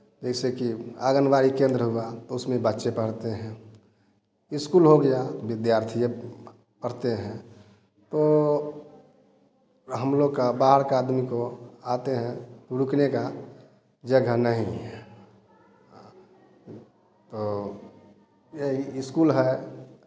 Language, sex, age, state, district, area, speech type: Hindi, male, 45-60, Bihar, Samastipur, rural, spontaneous